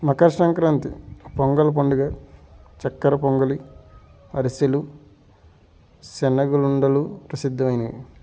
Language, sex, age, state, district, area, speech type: Telugu, male, 45-60, Andhra Pradesh, Alluri Sitarama Raju, rural, spontaneous